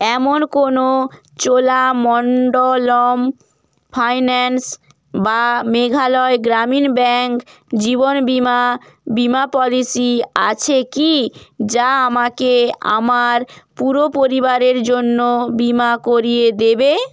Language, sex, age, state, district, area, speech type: Bengali, female, 18-30, West Bengal, Hooghly, urban, read